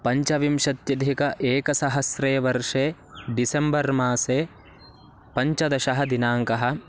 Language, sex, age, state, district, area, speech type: Sanskrit, male, 18-30, Karnataka, Bagalkot, rural, spontaneous